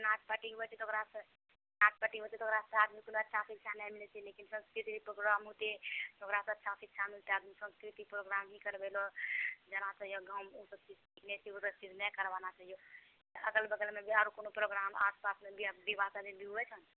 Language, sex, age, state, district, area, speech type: Maithili, female, 18-30, Bihar, Purnia, rural, conversation